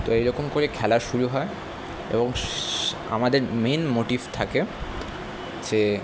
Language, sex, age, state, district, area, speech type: Bengali, male, 18-30, West Bengal, Kolkata, urban, spontaneous